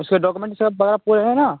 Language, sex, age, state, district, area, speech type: Hindi, male, 18-30, Rajasthan, Bharatpur, rural, conversation